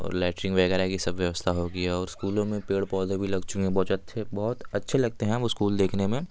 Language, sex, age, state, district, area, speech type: Hindi, male, 18-30, Uttar Pradesh, Varanasi, rural, spontaneous